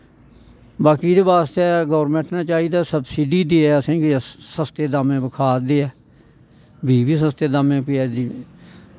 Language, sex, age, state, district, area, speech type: Dogri, male, 60+, Jammu and Kashmir, Samba, rural, spontaneous